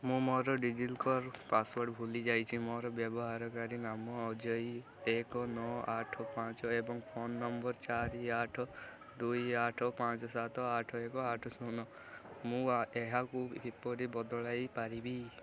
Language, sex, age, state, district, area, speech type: Odia, male, 18-30, Odisha, Koraput, urban, read